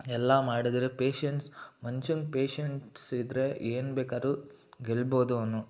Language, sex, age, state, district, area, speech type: Kannada, male, 18-30, Karnataka, Mysore, urban, spontaneous